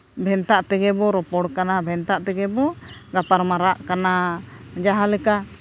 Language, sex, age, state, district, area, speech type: Santali, female, 45-60, Jharkhand, Seraikela Kharsawan, rural, spontaneous